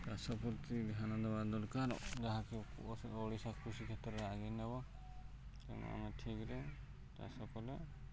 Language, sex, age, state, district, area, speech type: Odia, male, 30-45, Odisha, Subarnapur, urban, spontaneous